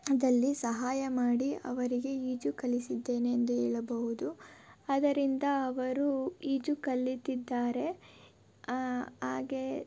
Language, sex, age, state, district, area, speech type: Kannada, female, 18-30, Karnataka, Tumkur, urban, spontaneous